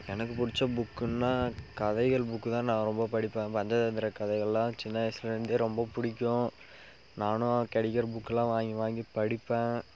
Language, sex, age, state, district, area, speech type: Tamil, male, 18-30, Tamil Nadu, Dharmapuri, rural, spontaneous